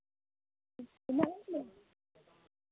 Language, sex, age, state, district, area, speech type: Santali, female, 18-30, West Bengal, Purba Bardhaman, rural, conversation